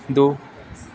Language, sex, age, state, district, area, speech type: Punjabi, male, 18-30, Punjab, Gurdaspur, urban, read